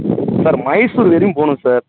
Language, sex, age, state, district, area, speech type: Tamil, female, 18-30, Tamil Nadu, Dharmapuri, urban, conversation